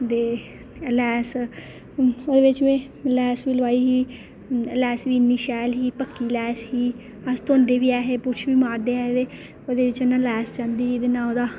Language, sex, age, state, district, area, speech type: Dogri, female, 18-30, Jammu and Kashmir, Reasi, rural, spontaneous